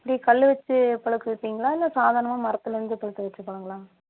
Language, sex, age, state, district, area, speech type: Tamil, female, 45-60, Tamil Nadu, Coimbatore, rural, conversation